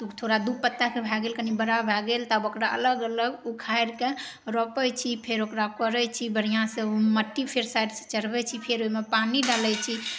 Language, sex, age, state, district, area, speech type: Maithili, female, 18-30, Bihar, Saharsa, urban, spontaneous